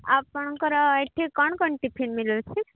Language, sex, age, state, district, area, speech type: Odia, female, 18-30, Odisha, Sambalpur, rural, conversation